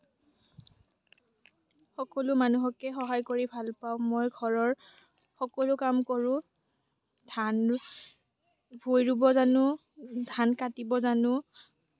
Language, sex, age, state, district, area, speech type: Assamese, female, 18-30, Assam, Kamrup Metropolitan, rural, spontaneous